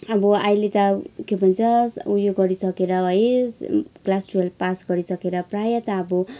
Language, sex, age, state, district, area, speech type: Nepali, female, 18-30, West Bengal, Kalimpong, rural, spontaneous